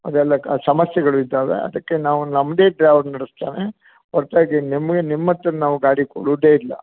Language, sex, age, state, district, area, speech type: Kannada, male, 60+, Karnataka, Uttara Kannada, rural, conversation